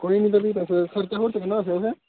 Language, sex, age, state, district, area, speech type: Dogri, male, 18-30, Jammu and Kashmir, Udhampur, rural, conversation